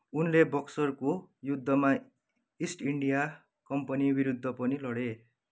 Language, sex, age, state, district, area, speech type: Nepali, male, 30-45, West Bengal, Kalimpong, rural, read